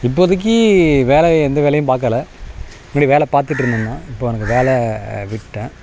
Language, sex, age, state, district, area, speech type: Tamil, male, 30-45, Tamil Nadu, Nagapattinam, rural, spontaneous